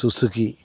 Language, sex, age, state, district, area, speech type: Malayalam, male, 45-60, Kerala, Kottayam, urban, spontaneous